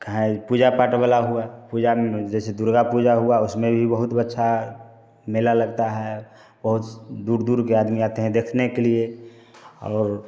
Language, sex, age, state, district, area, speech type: Hindi, male, 45-60, Bihar, Samastipur, urban, spontaneous